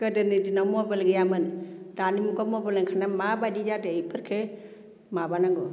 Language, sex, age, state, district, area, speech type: Bodo, female, 60+, Assam, Baksa, urban, spontaneous